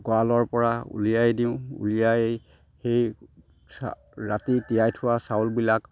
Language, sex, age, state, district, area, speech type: Assamese, male, 60+, Assam, Sivasagar, rural, spontaneous